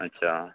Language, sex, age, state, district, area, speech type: Hindi, male, 18-30, Rajasthan, Nagaur, rural, conversation